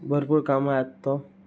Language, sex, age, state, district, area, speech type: Goan Konkani, male, 18-30, Goa, Salcete, rural, spontaneous